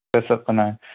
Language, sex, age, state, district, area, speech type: Marathi, male, 18-30, Maharashtra, Ratnagiri, rural, conversation